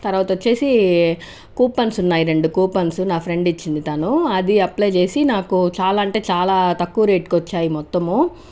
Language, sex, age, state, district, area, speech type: Telugu, female, 60+, Andhra Pradesh, Chittoor, rural, spontaneous